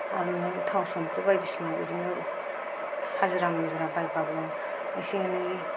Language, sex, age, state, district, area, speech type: Bodo, female, 30-45, Assam, Kokrajhar, rural, spontaneous